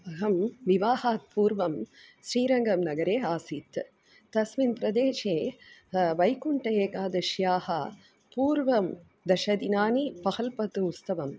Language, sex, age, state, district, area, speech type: Sanskrit, female, 45-60, Tamil Nadu, Tiruchirappalli, urban, spontaneous